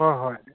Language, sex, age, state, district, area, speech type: Manipuri, male, 30-45, Manipur, Kangpokpi, urban, conversation